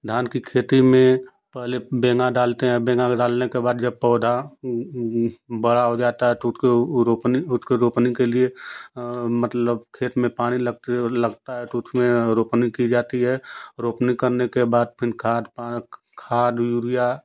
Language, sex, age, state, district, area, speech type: Hindi, male, 45-60, Uttar Pradesh, Ghazipur, rural, spontaneous